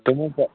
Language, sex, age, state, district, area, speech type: Kashmiri, male, 18-30, Jammu and Kashmir, Bandipora, rural, conversation